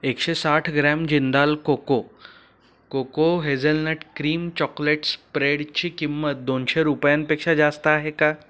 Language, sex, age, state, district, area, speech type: Marathi, male, 30-45, Maharashtra, Pune, urban, read